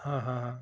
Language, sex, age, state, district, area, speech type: Urdu, male, 30-45, Delhi, Central Delhi, urban, spontaneous